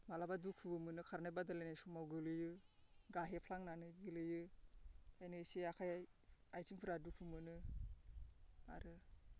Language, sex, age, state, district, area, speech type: Bodo, male, 18-30, Assam, Baksa, rural, spontaneous